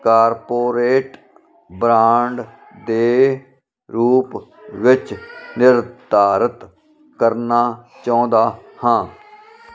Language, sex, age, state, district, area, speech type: Punjabi, male, 45-60, Punjab, Firozpur, rural, read